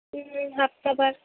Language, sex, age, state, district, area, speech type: Urdu, female, 18-30, Uttar Pradesh, Gautam Buddha Nagar, rural, conversation